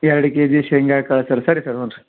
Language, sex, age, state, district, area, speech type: Kannada, male, 30-45, Karnataka, Gadag, rural, conversation